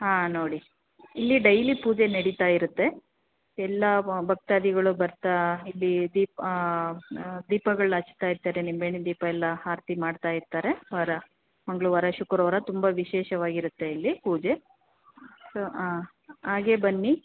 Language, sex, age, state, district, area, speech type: Kannada, female, 30-45, Karnataka, Chitradurga, urban, conversation